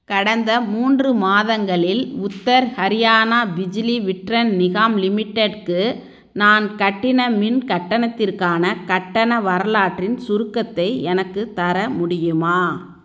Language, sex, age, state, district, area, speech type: Tamil, female, 60+, Tamil Nadu, Tiruchirappalli, rural, read